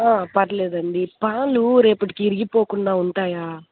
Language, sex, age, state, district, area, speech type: Telugu, female, 18-30, Andhra Pradesh, Kadapa, rural, conversation